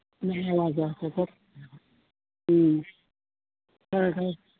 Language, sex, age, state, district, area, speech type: Manipuri, female, 60+, Manipur, Imphal East, rural, conversation